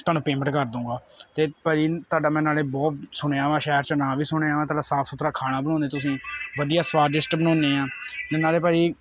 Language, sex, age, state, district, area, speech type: Punjabi, male, 18-30, Punjab, Kapurthala, urban, spontaneous